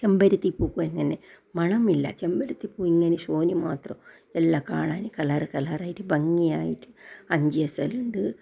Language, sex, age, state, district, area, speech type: Malayalam, female, 60+, Kerala, Kasaragod, rural, spontaneous